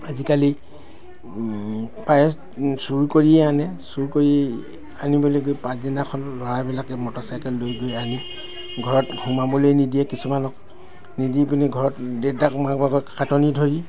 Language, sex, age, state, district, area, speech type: Assamese, male, 60+, Assam, Dibrugarh, rural, spontaneous